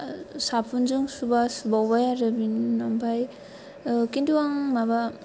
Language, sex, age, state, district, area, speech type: Bodo, female, 18-30, Assam, Kokrajhar, urban, spontaneous